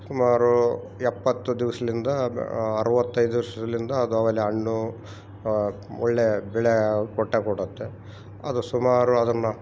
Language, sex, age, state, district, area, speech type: Kannada, male, 45-60, Karnataka, Bellary, rural, spontaneous